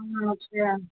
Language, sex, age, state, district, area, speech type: Telugu, female, 18-30, Andhra Pradesh, Visakhapatnam, urban, conversation